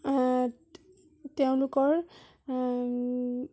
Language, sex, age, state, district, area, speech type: Assamese, female, 18-30, Assam, Sonitpur, urban, spontaneous